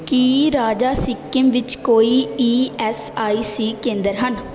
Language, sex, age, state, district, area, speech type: Punjabi, female, 18-30, Punjab, Pathankot, urban, read